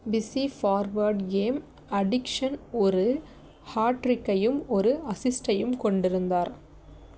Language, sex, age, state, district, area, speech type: Tamil, female, 18-30, Tamil Nadu, Tiruvallur, rural, read